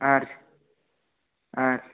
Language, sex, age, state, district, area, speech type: Kannada, male, 18-30, Karnataka, Gadag, rural, conversation